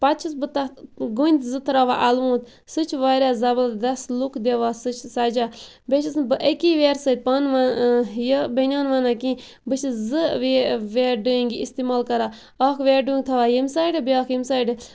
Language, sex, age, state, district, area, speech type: Kashmiri, female, 30-45, Jammu and Kashmir, Bandipora, rural, spontaneous